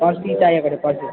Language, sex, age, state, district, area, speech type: Nepali, male, 18-30, West Bengal, Alipurduar, urban, conversation